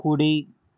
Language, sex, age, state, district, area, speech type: Telugu, male, 18-30, Andhra Pradesh, Srikakulam, urban, read